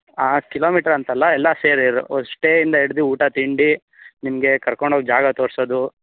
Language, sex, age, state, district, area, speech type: Kannada, male, 18-30, Karnataka, Tumkur, rural, conversation